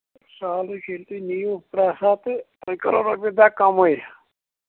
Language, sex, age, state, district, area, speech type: Kashmiri, male, 45-60, Jammu and Kashmir, Ganderbal, rural, conversation